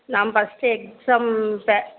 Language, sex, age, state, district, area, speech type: Tamil, female, 45-60, Tamil Nadu, Thoothukudi, rural, conversation